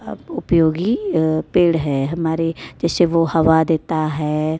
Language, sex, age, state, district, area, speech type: Hindi, female, 30-45, Uttar Pradesh, Mirzapur, rural, spontaneous